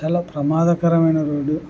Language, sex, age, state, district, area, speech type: Telugu, male, 18-30, Andhra Pradesh, Kurnool, urban, spontaneous